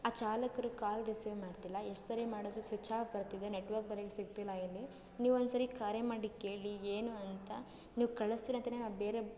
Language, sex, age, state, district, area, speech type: Kannada, female, 18-30, Karnataka, Chikkaballapur, rural, spontaneous